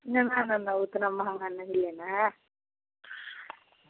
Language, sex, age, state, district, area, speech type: Hindi, female, 30-45, Bihar, Samastipur, rural, conversation